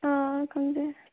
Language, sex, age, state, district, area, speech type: Manipuri, female, 30-45, Manipur, Senapati, rural, conversation